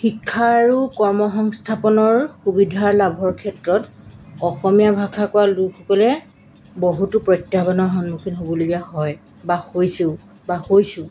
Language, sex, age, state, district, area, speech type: Assamese, female, 30-45, Assam, Golaghat, rural, spontaneous